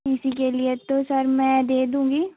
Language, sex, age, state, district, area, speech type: Hindi, female, 18-30, Madhya Pradesh, Gwalior, rural, conversation